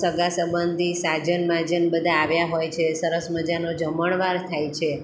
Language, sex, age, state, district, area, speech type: Gujarati, female, 45-60, Gujarat, Surat, urban, spontaneous